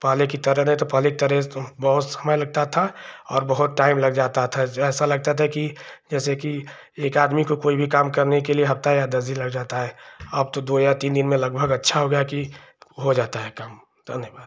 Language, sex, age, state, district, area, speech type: Hindi, male, 30-45, Uttar Pradesh, Chandauli, urban, spontaneous